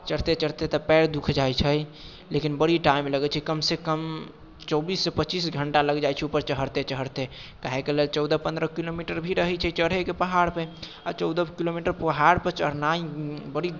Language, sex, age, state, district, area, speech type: Maithili, male, 45-60, Bihar, Sitamarhi, urban, spontaneous